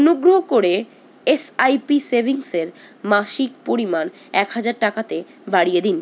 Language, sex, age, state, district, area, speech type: Bengali, female, 60+, West Bengal, Paschim Bardhaman, urban, read